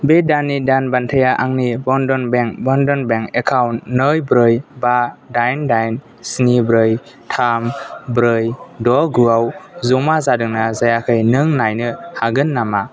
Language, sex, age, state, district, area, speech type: Bodo, male, 18-30, Assam, Kokrajhar, rural, read